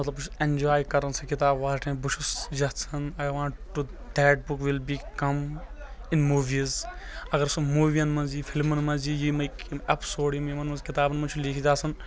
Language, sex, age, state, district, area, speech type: Kashmiri, male, 18-30, Jammu and Kashmir, Kulgam, rural, spontaneous